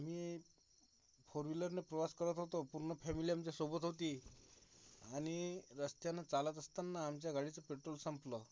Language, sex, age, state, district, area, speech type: Marathi, male, 30-45, Maharashtra, Akola, urban, spontaneous